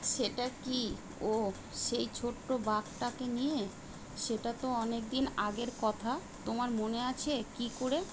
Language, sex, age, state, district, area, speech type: Bengali, female, 45-60, West Bengal, Kolkata, urban, read